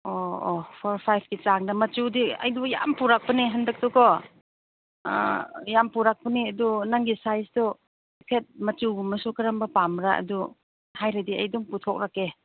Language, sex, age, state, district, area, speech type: Manipuri, female, 45-60, Manipur, Chandel, rural, conversation